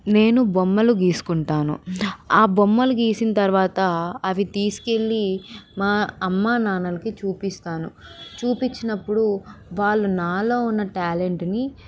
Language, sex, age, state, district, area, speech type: Telugu, female, 18-30, Andhra Pradesh, Vizianagaram, urban, spontaneous